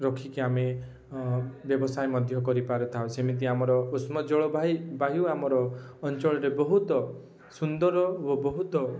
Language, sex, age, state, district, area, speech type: Odia, male, 18-30, Odisha, Rayagada, rural, spontaneous